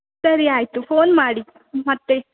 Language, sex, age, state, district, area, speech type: Kannada, female, 18-30, Karnataka, Kodagu, rural, conversation